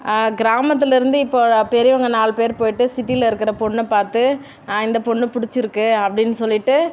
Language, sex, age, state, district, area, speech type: Tamil, female, 30-45, Tamil Nadu, Tiruvannamalai, urban, spontaneous